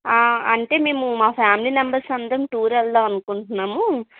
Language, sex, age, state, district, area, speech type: Telugu, female, 30-45, Andhra Pradesh, Vizianagaram, rural, conversation